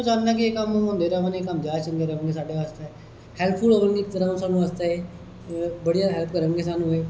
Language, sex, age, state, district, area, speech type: Dogri, male, 30-45, Jammu and Kashmir, Kathua, rural, spontaneous